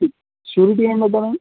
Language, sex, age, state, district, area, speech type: Telugu, male, 30-45, Telangana, Kamareddy, urban, conversation